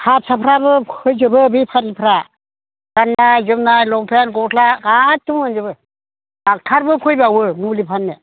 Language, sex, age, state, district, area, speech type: Bodo, female, 60+, Assam, Chirang, rural, conversation